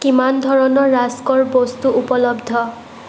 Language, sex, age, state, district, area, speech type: Assamese, female, 18-30, Assam, Morigaon, rural, read